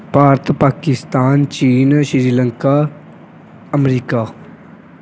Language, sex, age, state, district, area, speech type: Punjabi, male, 18-30, Punjab, Pathankot, rural, spontaneous